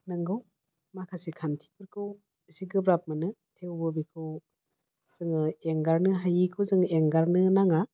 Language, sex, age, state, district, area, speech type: Bodo, female, 45-60, Assam, Udalguri, urban, spontaneous